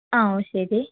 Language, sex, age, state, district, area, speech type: Malayalam, female, 30-45, Kerala, Palakkad, rural, conversation